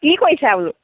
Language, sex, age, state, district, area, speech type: Assamese, female, 45-60, Assam, Sivasagar, rural, conversation